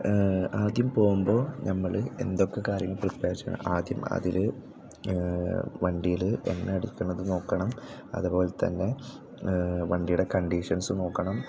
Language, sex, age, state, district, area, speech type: Malayalam, male, 18-30, Kerala, Thrissur, rural, spontaneous